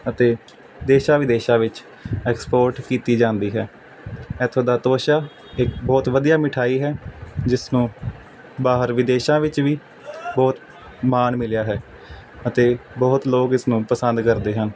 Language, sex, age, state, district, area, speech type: Punjabi, male, 18-30, Punjab, Fazilka, rural, spontaneous